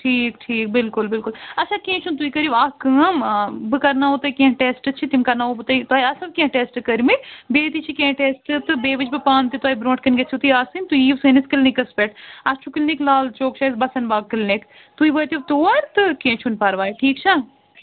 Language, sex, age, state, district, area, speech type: Kashmiri, female, 30-45, Jammu and Kashmir, Srinagar, urban, conversation